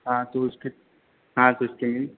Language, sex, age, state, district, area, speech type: Hindi, male, 30-45, Uttar Pradesh, Lucknow, rural, conversation